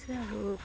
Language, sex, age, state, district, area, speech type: Assamese, female, 30-45, Assam, Udalguri, rural, spontaneous